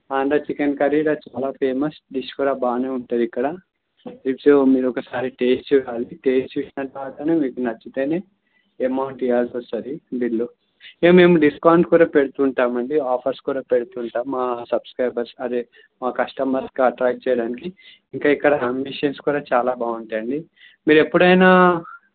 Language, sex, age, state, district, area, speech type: Telugu, male, 30-45, Andhra Pradesh, N T Rama Rao, rural, conversation